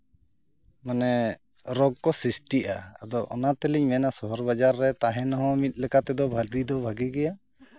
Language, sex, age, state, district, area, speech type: Santali, male, 45-60, West Bengal, Purulia, rural, spontaneous